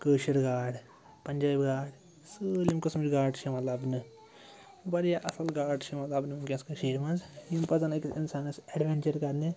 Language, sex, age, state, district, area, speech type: Kashmiri, male, 30-45, Jammu and Kashmir, Srinagar, urban, spontaneous